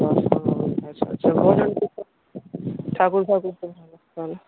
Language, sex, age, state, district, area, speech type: Bengali, male, 18-30, West Bengal, Darjeeling, urban, conversation